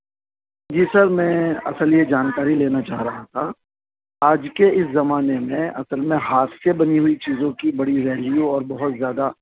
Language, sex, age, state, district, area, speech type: Urdu, male, 45-60, Delhi, South Delhi, urban, conversation